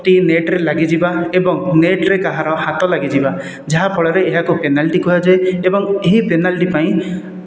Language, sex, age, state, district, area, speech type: Odia, male, 30-45, Odisha, Khordha, rural, spontaneous